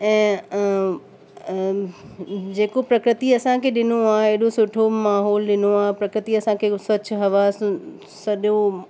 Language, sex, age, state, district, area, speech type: Sindhi, female, 30-45, Uttar Pradesh, Lucknow, urban, spontaneous